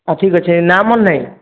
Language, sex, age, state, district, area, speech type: Odia, male, 18-30, Odisha, Kendrapara, urban, conversation